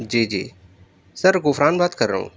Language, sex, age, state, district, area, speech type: Urdu, male, 30-45, Delhi, Central Delhi, urban, spontaneous